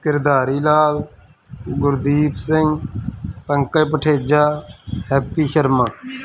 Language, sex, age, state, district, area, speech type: Punjabi, male, 30-45, Punjab, Mansa, urban, spontaneous